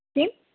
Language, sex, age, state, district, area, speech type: Sanskrit, female, 18-30, Kerala, Thrissur, rural, conversation